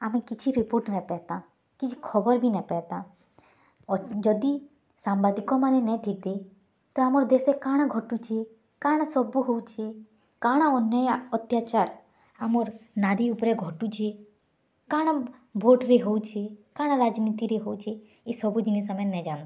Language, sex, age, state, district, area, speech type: Odia, female, 18-30, Odisha, Bargarh, urban, spontaneous